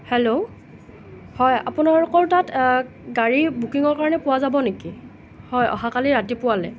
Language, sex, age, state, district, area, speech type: Assamese, male, 30-45, Assam, Nalbari, rural, spontaneous